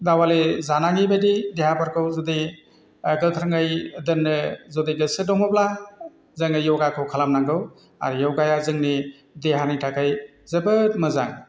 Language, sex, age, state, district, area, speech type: Bodo, male, 45-60, Assam, Chirang, rural, spontaneous